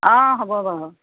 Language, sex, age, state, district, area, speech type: Assamese, female, 60+, Assam, Golaghat, urban, conversation